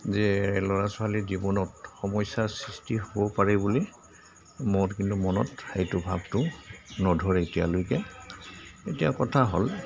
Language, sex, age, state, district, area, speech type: Assamese, male, 60+, Assam, Goalpara, rural, spontaneous